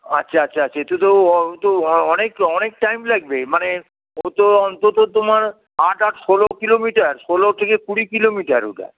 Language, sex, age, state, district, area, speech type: Bengali, male, 60+, West Bengal, Hooghly, rural, conversation